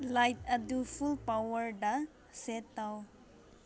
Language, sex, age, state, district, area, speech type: Manipuri, female, 18-30, Manipur, Senapati, urban, read